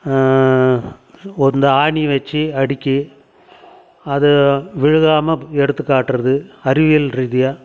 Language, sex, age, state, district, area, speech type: Tamil, male, 60+, Tamil Nadu, Krishnagiri, rural, spontaneous